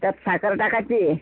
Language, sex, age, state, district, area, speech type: Marathi, female, 30-45, Maharashtra, Washim, rural, conversation